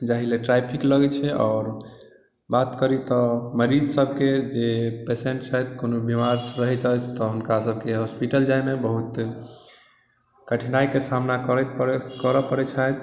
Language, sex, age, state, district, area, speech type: Maithili, male, 18-30, Bihar, Madhubani, rural, spontaneous